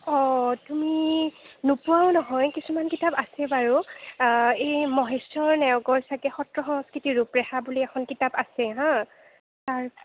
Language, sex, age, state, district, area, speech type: Assamese, female, 60+, Assam, Nagaon, rural, conversation